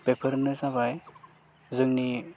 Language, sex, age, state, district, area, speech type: Bodo, male, 30-45, Assam, Udalguri, rural, spontaneous